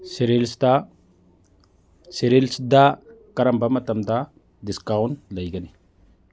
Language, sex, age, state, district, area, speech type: Manipuri, male, 45-60, Manipur, Churachandpur, urban, read